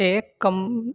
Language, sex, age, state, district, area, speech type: Urdu, male, 18-30, Uttar Pradesh, Saharanpur, urban, spontaneous